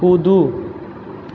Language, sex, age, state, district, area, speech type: Maithili, female, 30-45, Bihar, Purnia, rural, read